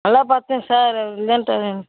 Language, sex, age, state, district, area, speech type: Tamil, male, 18-30, Tamil Nadu, Tiruchirappalli, rural, conversation